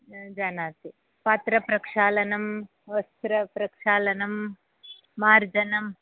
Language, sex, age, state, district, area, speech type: Sanskrit, female, 60+, Karnataka, Bangalore Urban, urban, conversation